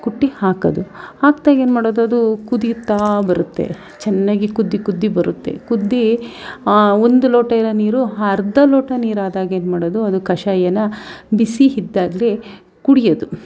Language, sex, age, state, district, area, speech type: Kannada, female, 30-45, Karnataka, Mandya, rural, spontaneous